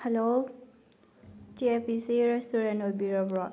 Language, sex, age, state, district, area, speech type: Manipuri, female, 30-45, Manipur, Thoubal, rural, spontaneous